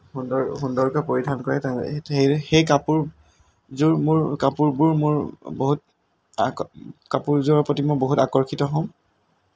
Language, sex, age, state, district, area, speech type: Assamese, male, 18-30, Assam, Lakhimpur, rural, spontaneous